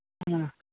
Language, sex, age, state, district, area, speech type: Manipuri, female, 60+, Manipur, Imphal East, rural, conversation